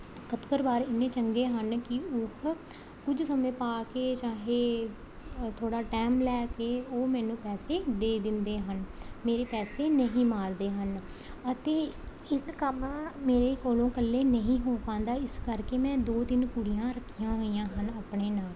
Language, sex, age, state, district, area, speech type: Punjabi, female, 18-30, Punjab, Pathankot, rural, spontaneous